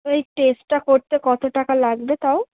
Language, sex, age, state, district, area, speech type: Bengali, female, 18-30, West Bengal, Kolkata, urban, conversation